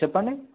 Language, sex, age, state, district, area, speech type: Telugu, male, 18-30, Telangana, Adilabad, urban, conversation